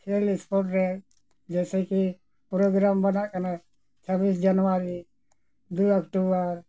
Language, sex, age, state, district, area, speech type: Santali, male, 60+, Jharkhand, Bokaro, rural, spontaneous